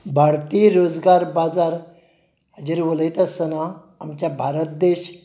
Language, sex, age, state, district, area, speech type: Goan Konkani, male, 45-60, Goa, Canacona, rural, spontaneous